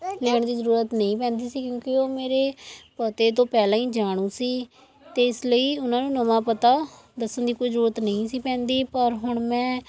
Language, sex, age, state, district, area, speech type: Punjabi, female, 18-30, Punjab, Fatehgarh Sahib, rural, spontaneous